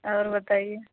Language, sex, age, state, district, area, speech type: Urdu, female, 45-60, Bihar, Khagaria, rural, conversation